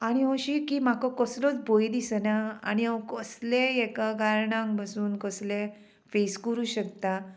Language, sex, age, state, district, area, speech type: Goan Konkani, female, 45-60, Goa, Murmgao, rural, spontaneous